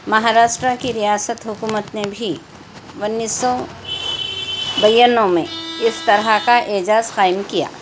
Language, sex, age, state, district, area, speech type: Urdu, female, 60+, Telangana, Hyderabad, urban, read